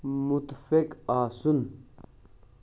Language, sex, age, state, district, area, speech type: Kashmiri, male, 30-45, Jammu and Kashmir, Pulwama, rural, read